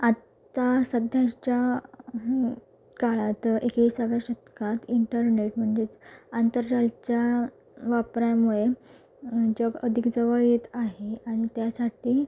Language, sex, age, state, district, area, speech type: Marathi, female, 18-30, Maharashtra, Sindhudurg, rural, spontaneous